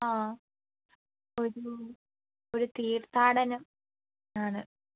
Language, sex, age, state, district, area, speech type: Malayalam, female, 18-30, Kerala, Pathanamthitta, rural, conversation